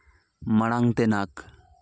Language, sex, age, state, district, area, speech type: Santali, male, 18-30, West Bengal, Purba Bardhaman, rural, read